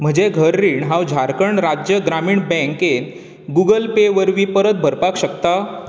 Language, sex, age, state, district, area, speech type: Goan Konkani, male, 18-30, Goa, Bardez, urban, read